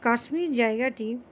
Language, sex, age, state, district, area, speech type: Bengali, female, 60+, West Bengal, Paschim Bardhaman, urban, spontaneous